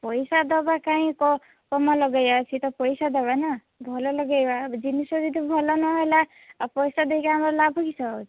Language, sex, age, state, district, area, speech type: Odia, female, 18-30, Odisha, Balasore, rural, conversation